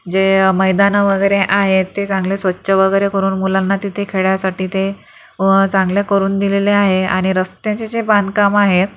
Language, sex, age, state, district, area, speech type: Marathi, female, 45-60, Maharashtra, Akola, urban, spontaneous